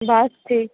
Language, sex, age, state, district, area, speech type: Dogri, female, 18-30, Jammu and Kashmir, Jammu, urban, conversation